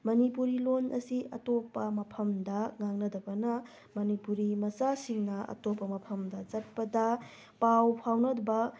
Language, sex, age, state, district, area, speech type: Manipuri, female, 30-45, Manipur, Tengnoupal, rural, spontaneous